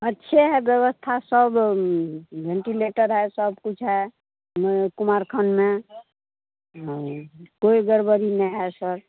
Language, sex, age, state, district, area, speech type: Hindi, female, 60+, Bihar, Madhepura, urban, conversation